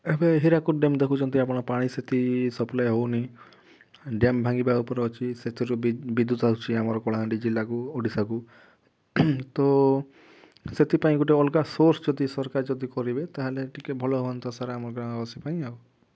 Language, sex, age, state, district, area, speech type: Odia, male, 18-30, Odisha, Kalahandi, rural, spontaneous